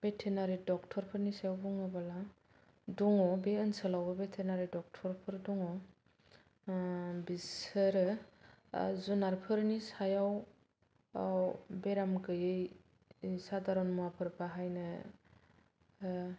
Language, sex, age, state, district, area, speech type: Bodo, female, 30-45, Assam, Kokrajhar, rural, spontaneous